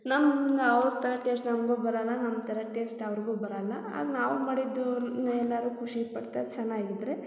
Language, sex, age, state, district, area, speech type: Kannada, female, 30-45, Karnataka, Hassan, urban, spontaneous